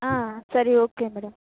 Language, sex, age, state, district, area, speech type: Tamil, female, 18-30, Tamil Nadu, Mayiladuthurai, rural, conversation